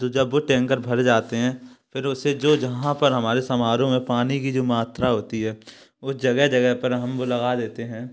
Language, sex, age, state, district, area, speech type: Hindi, male, 18-30, Madhya Pradesh, Gwalior, urban, spontaneous